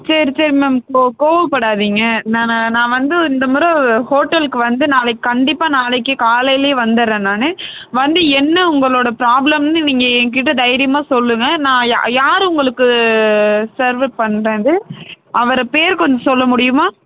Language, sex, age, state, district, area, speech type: Tamil, female, 18-30, Tamil Nadu, Dharmapuri, urban, conversation